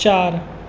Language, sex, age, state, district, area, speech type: Goan Konkani, male, 18-30, Goa, Tiswadi, rural, read